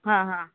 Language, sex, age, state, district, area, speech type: Gujarati, female, 30-45, Gujarat, Ahmedabad, urban, conversation